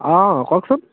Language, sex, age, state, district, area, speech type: Assamese, male, 18-30, Assam, Dhemaji, rural, conversation